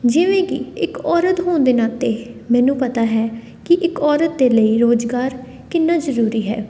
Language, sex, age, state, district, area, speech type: Punjabi, female, 18-30, Punjab, Tarn Taran, urban, spontaneous